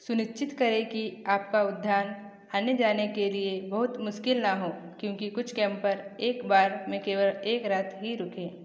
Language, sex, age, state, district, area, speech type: Hindi, female, 18-30, Madhya Pradesh, Betul, rural, read